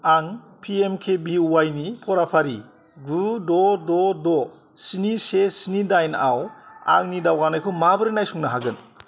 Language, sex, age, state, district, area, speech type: Bodo, male, 30-45, Assam, Kokrajhar, rural, read